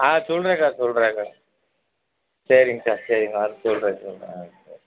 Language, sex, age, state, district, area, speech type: Tamil, male, 30-45, Tamil Nadu, Madurai, urban, conversation